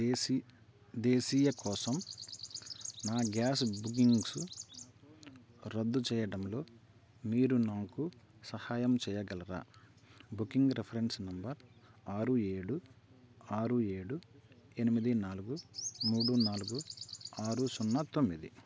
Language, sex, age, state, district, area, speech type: Telugu, male, 45-60, Andhra Pradesh, Bapatla, rural, read